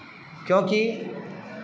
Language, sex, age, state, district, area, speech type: Hindi, male, 45-60, Bihar, Vaishali, urban, spontaneous